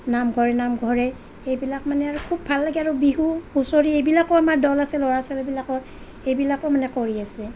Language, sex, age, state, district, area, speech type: Assamese, female, 30-45, Assam, Nalbari, rural, spontaneous